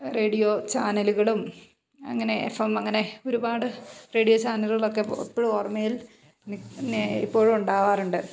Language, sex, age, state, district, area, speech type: Malayalam, female, 30-45, Kerala, Idukki, rural, spontaneous